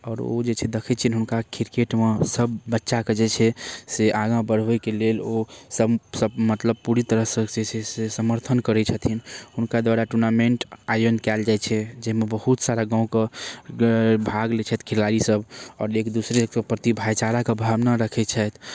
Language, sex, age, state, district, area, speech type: Maithili, male, 18-30, Bihar, Darbhanga, rural, spontaneous